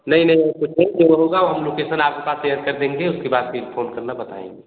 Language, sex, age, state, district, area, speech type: Hindi, male, 18-30, Uttar Pradesh, Jaunpur, urban, conversation